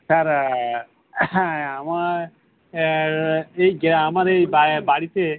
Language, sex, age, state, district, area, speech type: Bengali, male, 45-60, West Bengal, Birbhum, urban, conversation